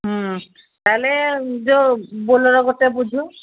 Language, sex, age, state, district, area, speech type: Odia, female, 60+, Odisha, Angul, rural, conversation